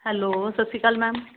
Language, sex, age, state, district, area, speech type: Punjabi, female, 30-45, Punjab, Rupnagar, urban, conversation